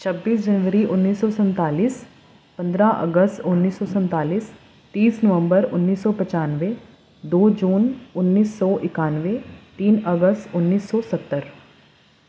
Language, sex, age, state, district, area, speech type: Urdu, female, 18-30, Uttar Pradesh, Ghaziabad, urban, spontaneous